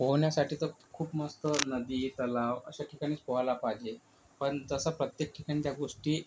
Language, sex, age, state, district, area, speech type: Marathi, male, 45-60, Maharashtra, Yavatmal, rural, spontaneous